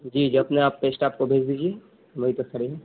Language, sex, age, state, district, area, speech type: Urdu, male, 18-30, Bihar, Saharsa, rural, conversation